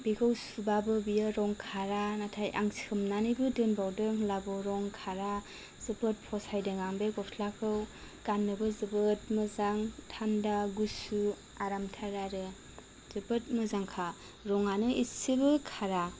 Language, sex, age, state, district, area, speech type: Bodo, female, 30-45, Assam, Chirang, rural, spontaneous